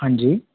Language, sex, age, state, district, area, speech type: Hindi, male, 18-30, Madhya Pradesh, Jabalpur, urban, conversation